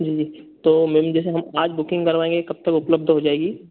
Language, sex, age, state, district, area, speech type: Hindi, male, 18-30, Madhya Pradesh, Ujjain, rural, conversation